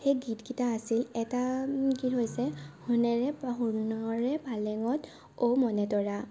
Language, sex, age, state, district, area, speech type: Assamese, female, 18-30, Assam, Sivasagar, urban, spontaneous